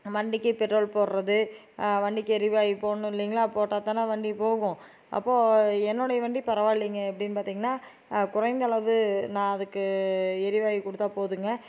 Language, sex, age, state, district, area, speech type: Tamil, female, 30-45, Tamil Nadu, Tiruppur, urban, spontaneous